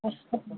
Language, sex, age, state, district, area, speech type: Urdu, female, 18-30, Bihar, Saharsa, rural, conversation